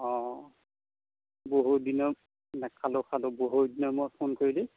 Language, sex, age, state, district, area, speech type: Assamese, male, 45-60, Assam, Golaghat, urban, conversation